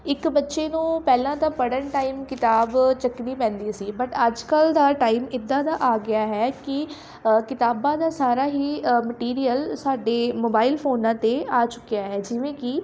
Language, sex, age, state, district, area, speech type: Punjabi, female, 18-30, Punjab, Shaheed Bhagat Singh Nagar, rural, spontaneous